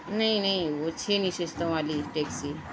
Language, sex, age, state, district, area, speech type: Urdu, female, 18-30, Uttar Pradesh, Mau, urban, spontaneous